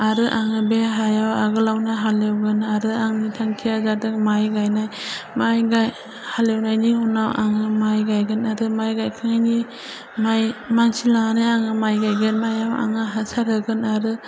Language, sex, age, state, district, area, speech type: Bodo, female, 30-45, Assam, Chirang, urban, spontaneous